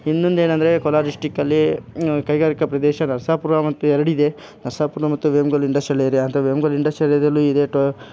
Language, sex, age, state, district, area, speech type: Kannada, male, 18-30, Karnataka, Kolar, rural, spontaneous